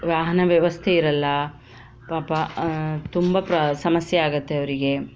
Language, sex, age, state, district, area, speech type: Kannada, female, 30-45, Karnataka, Shimoga, rural, spontaneous